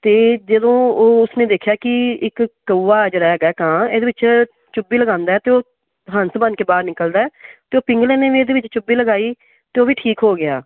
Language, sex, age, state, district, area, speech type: Punjabi, female, 45-60, Punjab, Amritsar, urban, conversation